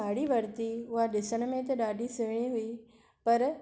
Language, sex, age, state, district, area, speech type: Sindhi, female, 60+, Maharashtra, Thane, urban, spontaneous